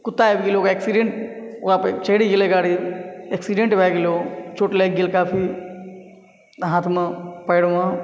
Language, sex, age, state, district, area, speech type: Maithili, male, 30-45, Bihar, Supaul, rural, spontaneous